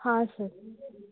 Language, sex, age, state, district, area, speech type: Kannada, female, 18-30, Karnataka, Shimoga, urban, conversation